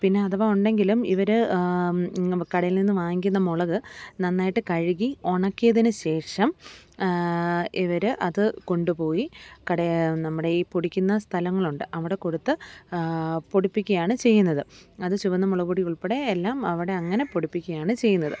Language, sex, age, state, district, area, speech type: Malayalam, female, 30-45, Kerala, Alappuzha, rural, spontaneous